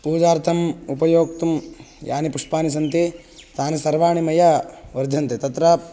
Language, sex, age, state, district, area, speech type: Sanskrit, male, 18-30, Karnataka, Bangalore Rural, urban, spontaneous